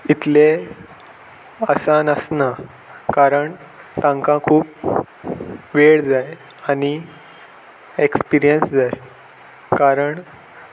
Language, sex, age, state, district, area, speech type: Goan Konkani, male, 18-30, Goa, Salcete, urban, spontaneous